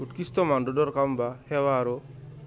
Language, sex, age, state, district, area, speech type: Assamese, male, 18-30, Assam, Goalpara, urban, spontaneous